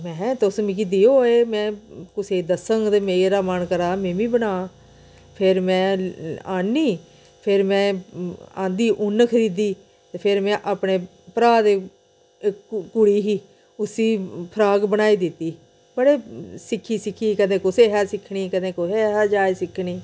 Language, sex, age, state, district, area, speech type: Dogri, female, 45-60, Jammu and Kashmir, Udhampur, rural, spontaneous